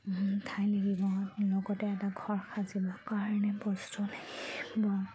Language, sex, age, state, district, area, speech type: Assamese, female, 45-60, Assam, Charaideo, rural, spontaneous